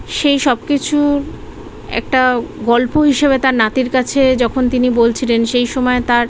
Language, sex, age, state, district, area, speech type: Bengali, female, 30-45, West Bengal, Kolkata, urban, spontaneous